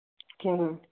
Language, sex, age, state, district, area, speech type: Kashmiri, male, 18-30, Jammu and Kashmir, Ganderbal, rural, conversation